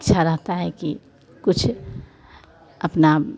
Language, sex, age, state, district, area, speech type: Hindi, female, 60+, Bihar, Vaishali, urban, spontaneous